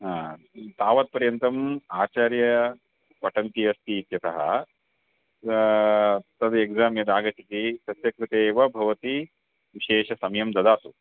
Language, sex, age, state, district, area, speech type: Sanskrit, male, 30-45, Karnataka, Shimoga, rural, conversation